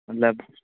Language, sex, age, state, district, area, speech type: Urdu, male, 18-30, Uttar Pradesh, Siddharthnagar, rural, conversation